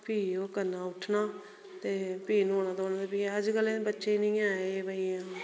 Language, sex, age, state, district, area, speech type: Dogri, female, 30-45, Jammu and Kashmir, Reasi, rural, spontaneous